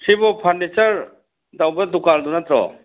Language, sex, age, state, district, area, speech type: Manipuri, male, 60+, Manipur, Churachandpur, urban, conversation